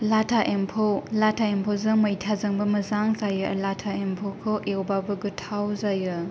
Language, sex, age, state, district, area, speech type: Bodo, female, 18-30, Assam, Kokrajhar, rural, spontaneous